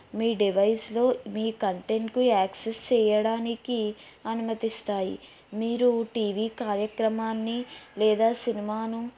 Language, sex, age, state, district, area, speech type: Telugu, female, 18-30, Andhra Pradesh, East Godavari, urban, spontaneous